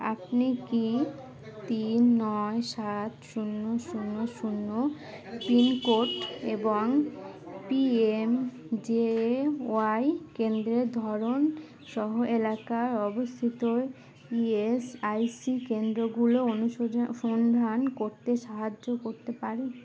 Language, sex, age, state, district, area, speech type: Bengali, female, 18-30, West Bengal, Uttar Dinajpur, urban, read